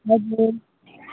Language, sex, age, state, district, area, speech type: Nepali, female, 18-30, West Bengal, Alipurduar, urban, conversation